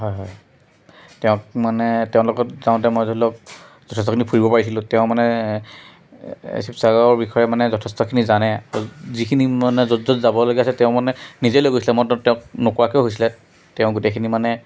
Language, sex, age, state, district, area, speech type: Assamese, male, 30-45, Assam, Jorhat, urban, spontaneous